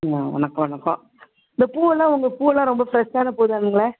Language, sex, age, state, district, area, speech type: Tamil, female, 30-45, Tamil Nadu, Tiruvarur, rural, conversation